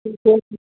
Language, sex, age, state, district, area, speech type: Maithili, female, 30-45, Bihar, Araria, rural, conversation